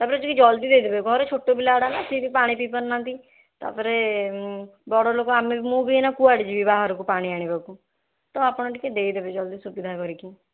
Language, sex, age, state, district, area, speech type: Odia, female, 18-30, Odisha, Khordha, rural, conversation